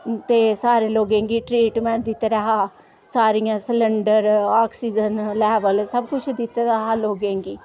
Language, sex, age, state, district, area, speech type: Dogri, female, 45-60, Jammu and Kashmir, Samba, rural, spontaneous